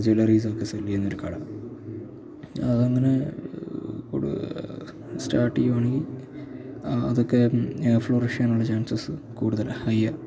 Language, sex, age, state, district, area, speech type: Malayalam, male, 18-30, Kerala, Idukki, rural, spontaneous